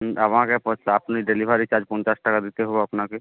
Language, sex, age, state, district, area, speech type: Bengali, male, 18-30, West Bengal, Uttar Dinajpur, urban, conversation